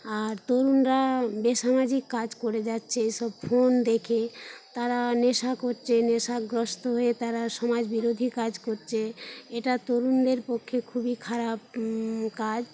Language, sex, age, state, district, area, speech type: Bengali, female, 30-45, West Bengal, Paschim Medinipur, rural, spontaneous